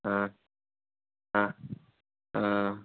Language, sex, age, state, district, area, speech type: Hindi, male, 18-30, Bihar, Vaishali, rural, conversation